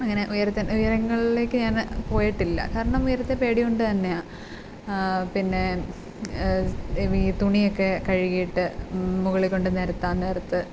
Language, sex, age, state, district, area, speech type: Malayalam, female, 18-30, Kerala, Kottayam, rural, spontaneous